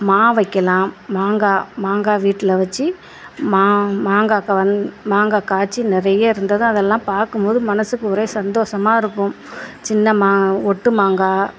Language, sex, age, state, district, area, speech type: Tamil, female, 45-60, Tamil Nadu, Perambalur, rural, spontaneous